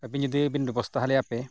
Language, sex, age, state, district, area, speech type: Santali, male, 45-60, Odisha, Mayurbhanj, rural, spontaneous